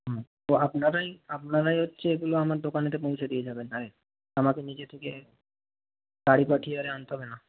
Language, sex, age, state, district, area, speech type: Bengali, male, 18-30, West Bengal, South 24 Parganas, rural, conversation